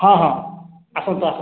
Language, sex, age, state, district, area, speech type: Odia, male, 18-30, Odisha, Khordha, rural, conversation